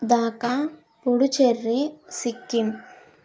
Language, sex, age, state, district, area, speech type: Telugu, female, 18-30, Andhra Pradesh, Krishna, rural, spontaneous